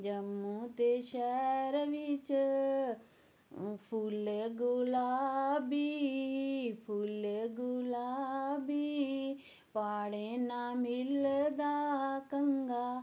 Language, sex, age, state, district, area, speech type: Dogri, female, 45-60, Jammu and Kashmir, Samba, urban, spontaneous